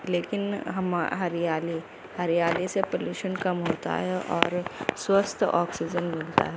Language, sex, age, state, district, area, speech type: Urdu, female, 18-30, Uttar Pradesh, Gautam Buddha Nagar, rural, spontaneous